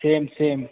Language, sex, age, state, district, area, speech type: Hindi, male, 18-30, Uttar Pradesh, Chandauli, urban, conversation